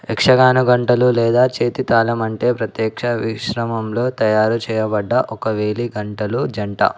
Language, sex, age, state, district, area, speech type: Telugu, male, 18-30, Telangana, Ranga Reddy, urban, read